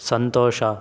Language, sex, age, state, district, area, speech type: Kannada, male, 60+, Karnataka, Chikkaballapur, rural, read